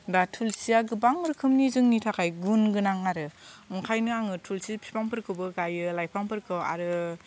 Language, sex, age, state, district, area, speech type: Bodo, female, 45-60, Assam, Kokrajhar, rural, spontaneous